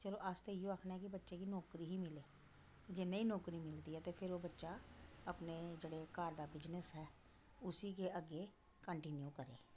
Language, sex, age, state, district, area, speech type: Dogri, female, 60+, Jammu and Kashmir, Reasi, rural, spontaneous